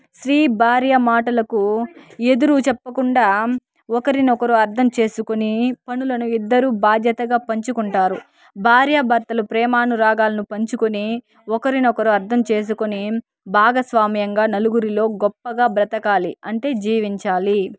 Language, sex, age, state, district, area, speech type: Telugu, female, 18-30, Andhra Pradesh, Sri Balaji, rural, spontaneous